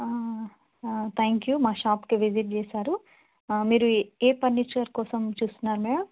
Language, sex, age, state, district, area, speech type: Telugu, female, 18-30, Telangana, Karimnagar, rural, conversation